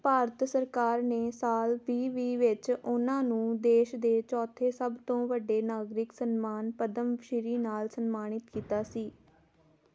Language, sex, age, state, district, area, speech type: Punjabi, female, 18-30, Punjab, Tarn Taran, rural, read